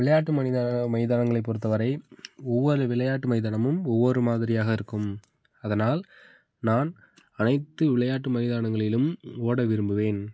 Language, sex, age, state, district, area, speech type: Tamil, male, 18-30, Tamil Nadu, Thanjavur, rural, spontaneous